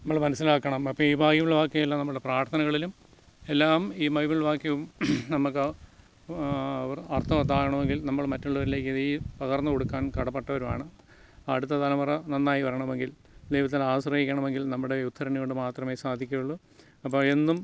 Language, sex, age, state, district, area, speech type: Malayalam, male, 60+, Kerala, Alappuzha, rural, spontaneous